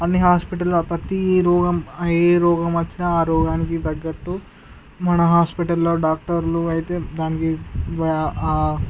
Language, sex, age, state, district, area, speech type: Telugu, male, 18-30, Andhra Pradesh, Visakhapatnam, urban, spontaneous